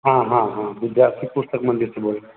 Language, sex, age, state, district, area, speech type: Hindi, male, 45-60, Uttar Pradesh, Azamgarh, rural, conversation